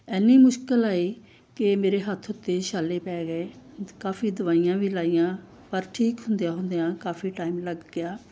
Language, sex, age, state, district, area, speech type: Punjabi, female, 60+, Punjab, Amritsar, urban, spontaneous